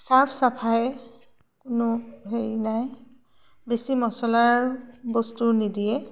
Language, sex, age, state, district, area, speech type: Assamese, female, 60+, Assam, Tinsukia, rural, spontaneous